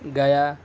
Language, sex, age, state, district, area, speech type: Urdu, male, 18-30, Delhi, South Delhi, urban, spontaneous